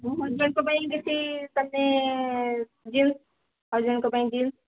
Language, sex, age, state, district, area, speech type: Odia, female, 30-45, Odisha, Mayurbhanj, rural, conversation